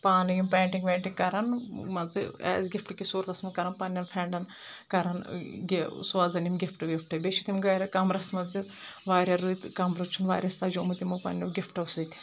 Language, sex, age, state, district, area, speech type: Kashmiri, female, 30-45, Jammu and Kashmir, Anantnag, rural, spontaneous